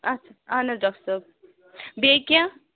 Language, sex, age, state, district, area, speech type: Kashmiri, female, 45-60, Jammu and Kashmir, Srinagar, urban, conversation